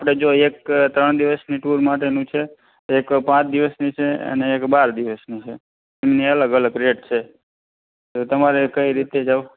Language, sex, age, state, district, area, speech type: Gujarati, male, 18-30, Gujarat, Morbi, urban, conversation